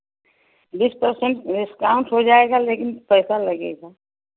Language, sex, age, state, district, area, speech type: Hindi, female, 60+, Uttar Pradesh, Chandauli, rural, conversation